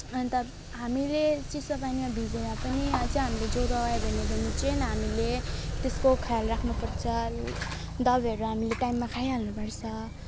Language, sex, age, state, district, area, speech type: Nepali, female, 30-45, West Bengal, Alipurduar, urban, spontaneous